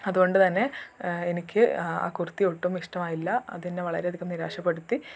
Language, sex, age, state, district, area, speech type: Malayalam, female, 18-30, Kerala, Malappuram, urban, spontaneous